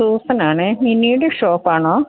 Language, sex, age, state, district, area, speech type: Malayalam, female, 60+, Kerala, Idukki, rural, conversation